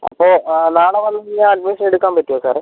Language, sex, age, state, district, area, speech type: Malayalam, male, 18-30, Kerala, Wayanad, rural, conversation